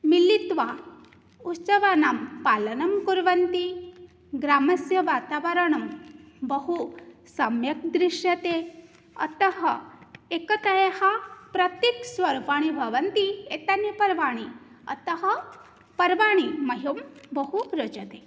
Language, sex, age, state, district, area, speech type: Sanskrit, female, 18-30, Odisha, Cuttack, rural, spontaneous